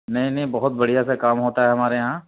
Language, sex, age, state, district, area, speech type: Urdu, male, 30-45, Uttar Pradesh, Gautam Buddha Nagar, urban, conversation